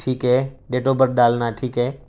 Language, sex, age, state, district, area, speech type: Urdu, male, 18-30, Delhi, North East Delhi, urban, spontaneous